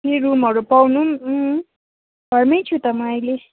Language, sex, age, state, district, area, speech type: Nepali, female, 18-30, West Bengal, Kalimpong, rural, conversation